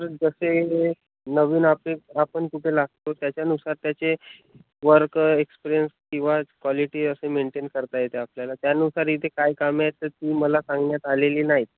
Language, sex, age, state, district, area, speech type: Marathi, male, 18-30, Maharashtra, Nagpur, rural, conversation